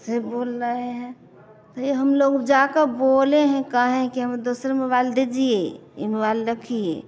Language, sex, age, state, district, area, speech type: Hindi, female, 30-45, Bihar, Vaishali, rural, spontaneous